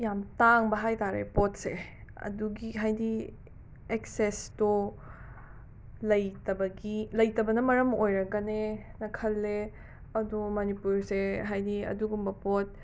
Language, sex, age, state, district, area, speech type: Manipuri, other, 45-60, Manipur, Imphal West, urban, spontaneous